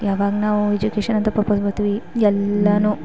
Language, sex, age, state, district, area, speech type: Kannada, female, 18-30, Karnataka, Gadag, rural, spontaneous